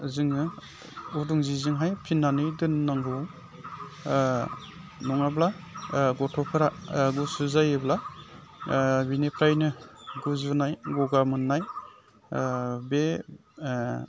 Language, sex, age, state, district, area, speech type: Bodo, male, 30-45, Assam, Udalguri, rural, spontaneous